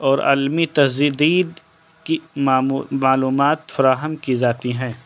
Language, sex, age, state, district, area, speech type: Urdu, male, 18-30, Delhi, East Delhi, urban, spontaneous